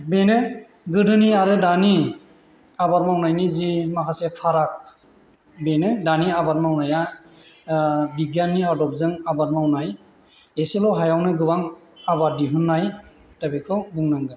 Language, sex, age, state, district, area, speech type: Bodo, male, 45-60, Assam, Chirang, rural, spontaneous